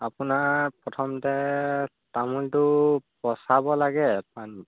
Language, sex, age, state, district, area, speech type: Assamese, male, 18-30, Assam, Sivasagar, rural, conversation